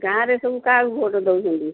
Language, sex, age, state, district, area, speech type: Odia, female, 60+, Odisha, Jagatsinghpur, rural, conversation